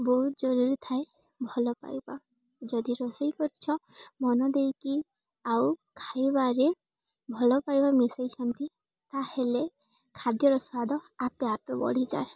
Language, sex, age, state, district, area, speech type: Odia, female, 18-30, Odisha, Balangir, urban, spontaneous